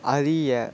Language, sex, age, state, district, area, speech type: Tamil, male, 18-30, Tamil Nadu, Virudhunagar, urban, read